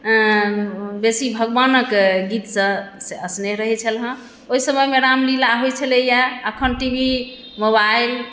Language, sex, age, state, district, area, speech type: Maithili, female, 30-45, Bihar, Madhubani, urban, spontaneous